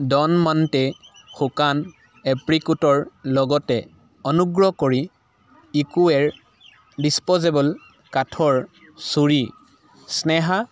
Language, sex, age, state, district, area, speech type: Assamese, male, 18-30, Assam, Dibrugarh, rural, read